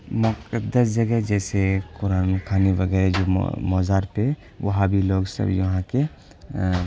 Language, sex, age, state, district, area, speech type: Urdu, male, 18-30, Bihar, Khagaria, rural, spontaneous